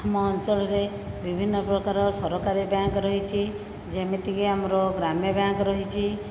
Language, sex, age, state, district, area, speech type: Odia, female, 60+, Odisha, Jajpur, rural, spontaneous